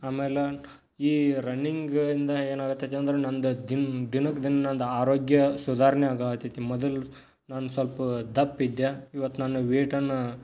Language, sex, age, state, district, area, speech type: Kannada, male, 18-30, Karnataka, Dharwad, urban, spontaneous